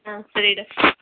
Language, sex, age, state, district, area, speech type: Kannada, female, 18-30, Karnataka, Kolar, rural, conversation